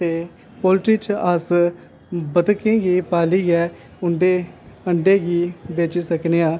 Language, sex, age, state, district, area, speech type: Dogri, male, 18-30, Jammu and Kashmir, Kathua, rural, spontaneous